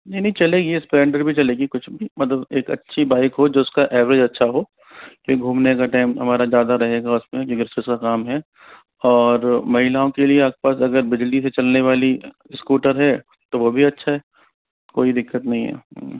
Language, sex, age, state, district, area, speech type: Hindi, male, 45-60, Rajasthan, Jaipur, urban, conversation